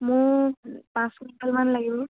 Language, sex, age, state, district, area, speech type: Assamese, female, 30-45, Assam, Golaghat, urban, conversation